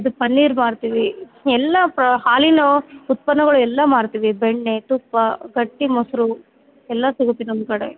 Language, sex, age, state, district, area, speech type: Kannada, female, 30-45, Karnataka, Bellary, rural, conversation